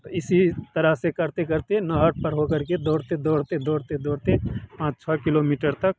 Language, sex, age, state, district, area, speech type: Hindi, male, 60+, Bihar, Madhepura, rural, spontaneous